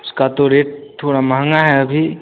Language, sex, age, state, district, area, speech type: Hindi, male, 18-30, Bihar, Vaishali, rural, conversation